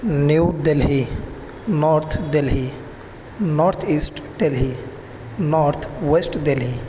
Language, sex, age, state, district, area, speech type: Urdu, male, 18-30, Delhi, North West Delhi, urban, spontaneous